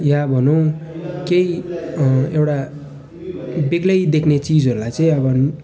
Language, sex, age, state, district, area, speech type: Nepali, male, 18-30, West Bengal, Darjeeling, rural, spontaneous